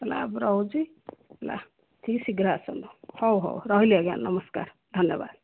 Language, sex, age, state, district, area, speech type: Odia, female, 60+, Odisha, Kandhamal, rural, conversation